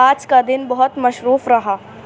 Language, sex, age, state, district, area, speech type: Urdu, female, 45-60, Delhi, Central Delhi, urban, read